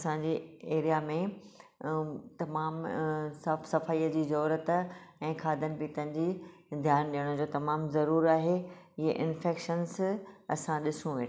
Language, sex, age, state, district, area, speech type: Sindhi, female, 45-60, Maharashtra, Thane, urban, spontaneous